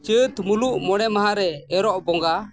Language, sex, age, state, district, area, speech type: Santali, male, 45-60, Jharkhand, East Singhbhum, rural, spontaneous